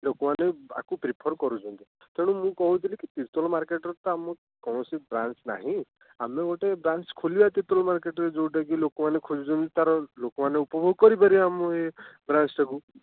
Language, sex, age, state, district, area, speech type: Odia, male, 18-30, Odisha, Jagatsinghpur, urban, conversation